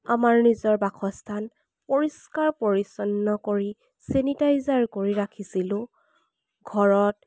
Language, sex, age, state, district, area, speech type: Assamese, female, 18-30, Assam, Charaideo, urban, spontaneous